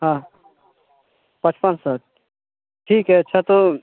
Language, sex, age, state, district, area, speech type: Hindi, male, 18-30, Uttar Pradesh, Mirzapur, rural, conversation